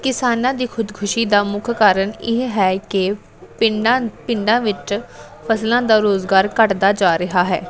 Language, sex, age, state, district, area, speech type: Punjabi, female, 18-30, Punjab, Amritsar, rural, spontaneous